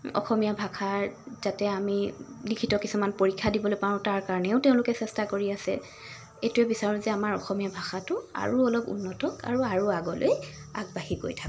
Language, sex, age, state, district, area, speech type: Assamese, female, 45-60, Assam, Tinsukia, rural, spontaneous